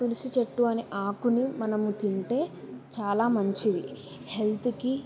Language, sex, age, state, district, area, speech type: Telugu, female, 18-30, Telangana, Yadadri Bhuvanagiri, urban, spontaneous